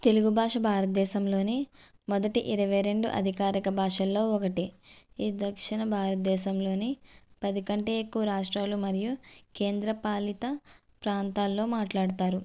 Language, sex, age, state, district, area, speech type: Telugu, female, 30-45, Andhra Pradesh, West Godavari, rural, spontaneous